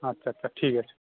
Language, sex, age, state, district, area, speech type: Bengali, male, 18-30, West Bengal, Jalpaiguri, rural, conversation